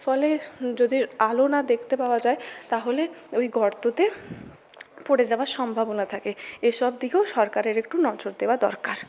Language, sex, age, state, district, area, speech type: Bengali, female, 60+, West Bengal, Purulia, urban, spontaneous